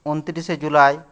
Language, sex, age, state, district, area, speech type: Bengali, male, 30-45, West Bengal, Jhargram, rural, spontaneous